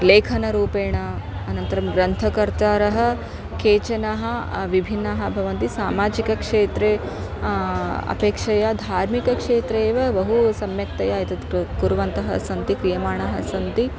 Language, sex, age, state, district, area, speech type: Sanskrit, female, 30-45, Karnataka, Dharwad, urban, spontaneous